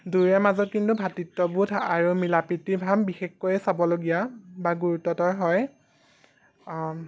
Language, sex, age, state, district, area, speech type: Assamese, male, 18-30, Assam, Jorhat, urban, spontaneous